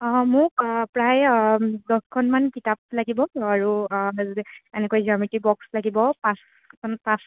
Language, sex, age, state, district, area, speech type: Assamese, female, 18-30, Assam, Sivasagar, rural, conversation